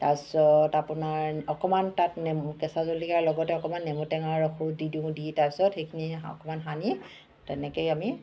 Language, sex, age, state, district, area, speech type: Assamese, female, 45-60, Assam, Charaideo, urban, spontaneous